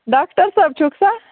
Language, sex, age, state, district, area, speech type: Kashmiri, female, 18-30, Jammu and Kashmir, Baramulla, rural, conversation